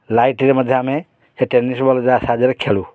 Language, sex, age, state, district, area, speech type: Odia, male, 45-60, Odisha, Kendrapara, urban, spontaneous